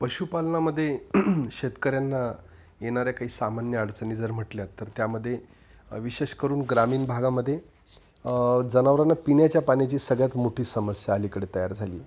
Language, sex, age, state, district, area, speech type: Marathi, male, 45-60, Maharashtra, Nashik, urban, spontaneous